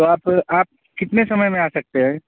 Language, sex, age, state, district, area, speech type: Urdu, male, 30-45, Uttar Pradesh, Balrampur, rural, conversation